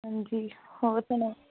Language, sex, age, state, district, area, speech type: Punjabi, female, 18-30, Punjab, Hoshiarpur, rural, conversation